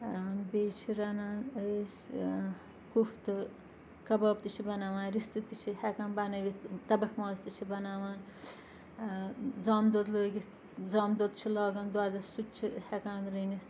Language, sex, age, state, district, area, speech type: Kashmiri, female, 45-60, Jammu and Kashmir, Srinagar, rural, spontaneous